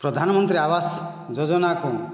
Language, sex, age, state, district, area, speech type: Odia, male, 30-45, Odisha, Kandhamal, rural, spontaneous